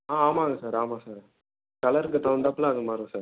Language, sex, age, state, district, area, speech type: Tamil, male, 18-30, Tamil Nadu, Tiruchirappalli, urban, conversation